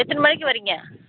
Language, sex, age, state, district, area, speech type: Tamil, female, 60+, Tamil Nadu, Ariyalur, rural, conversation